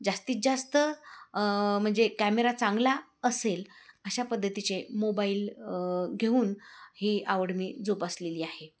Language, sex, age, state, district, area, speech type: Marathi, female, 60+, Maharashtra, Osmanabad, rural, spontaneous